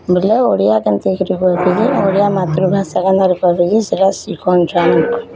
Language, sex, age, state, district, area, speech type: Odia, female, 30-45, Odisha, Bargarh, urban, spontaneous